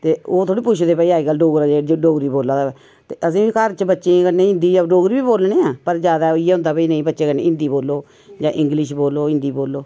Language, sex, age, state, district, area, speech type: Dogri, female, 45-60, Jammu and Kashmir, Reasi, urban, spontaneous